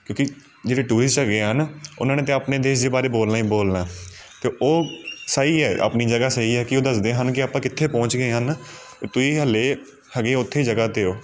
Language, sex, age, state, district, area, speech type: Punjabi, male, 30-45, Punjab, Amritsar, urban, spontaneous